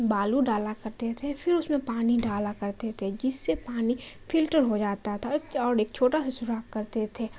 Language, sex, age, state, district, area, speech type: Urdu, female, 18-30, Bihar, Khagaria, urban, spontaneous